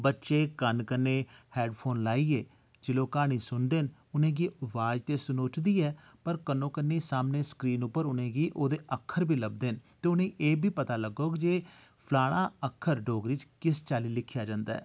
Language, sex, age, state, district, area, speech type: Dogri, male, 45-60, Jammu and Kashmir, Jammu, urban, spontaneous